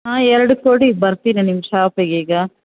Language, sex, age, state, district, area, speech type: Kannada, female, 30-45, Karnataka, Bellary, rural, conversation